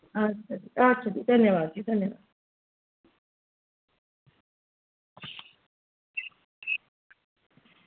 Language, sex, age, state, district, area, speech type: Dogri, female, 45-60, Jammu and Kashmir, Jammu, urban, conversation